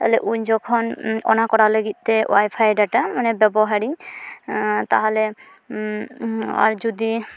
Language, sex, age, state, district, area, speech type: Santali, female, 18-30, West Bengal, Purulia, rural, spontaneous